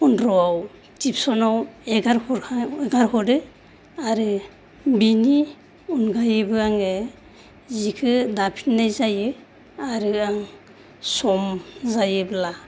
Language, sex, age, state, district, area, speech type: Bodo, female, 45-60, Assam, Kokrajhar, urban, spontaneous